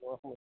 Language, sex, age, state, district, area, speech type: Assamese, male, 45-60, Assam, Majuli, rural, conversation